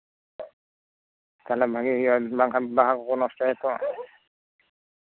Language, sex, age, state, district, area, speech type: Santali, male, 18-30, West Bengal, Birbhum, rural, conversation